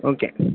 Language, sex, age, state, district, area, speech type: Malayalam, male, 18-30, Kerala, Kozhikode, rural, conversation